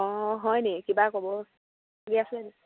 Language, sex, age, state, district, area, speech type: Assamese, female, 30-45, Assam, Sivasagar, rural, conversation